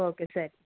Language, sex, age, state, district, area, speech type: Kannada, female, 30-45, Karnataka, Udupi, rural, conversation